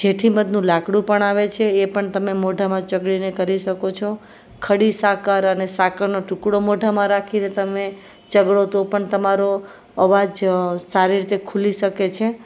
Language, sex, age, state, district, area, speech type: Gujarati, female, 30-45, Gujarat, Rajkot, urban, spontaneous